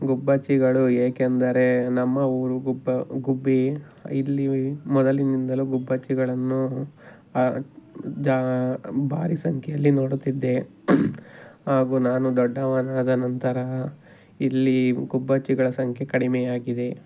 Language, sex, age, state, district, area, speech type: Kannada, male, 18-30, Karnataka, Tumkur, rural, spontaneous